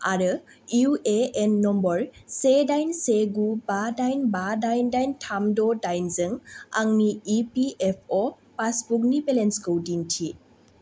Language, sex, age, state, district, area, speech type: Bodo, female, 18-30, Assam, Baksa, rural, read